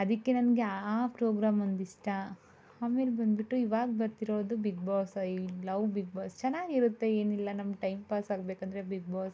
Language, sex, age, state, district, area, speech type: Kannada, female, 18-30, Karnataka, Mandya, rural, spontaneous